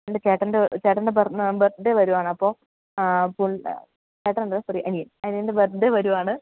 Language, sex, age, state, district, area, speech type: Malayalam, female, 30-45, Kerala, Idukki, rural, conversation